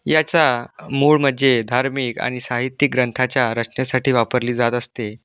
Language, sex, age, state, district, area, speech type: Marathi, male, 18-30, Maharashtra, Aurangabad, rural, spontaneous